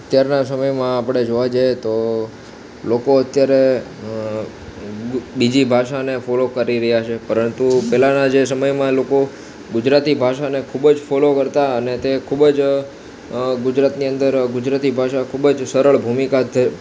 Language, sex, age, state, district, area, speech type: Gujarati, male, 18-30, Gujarat, Ahmedabad, urban, spontaneous